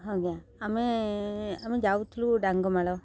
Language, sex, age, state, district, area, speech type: Odia, female, 45-60, Odisha, Kendrapara, urban, spontaneous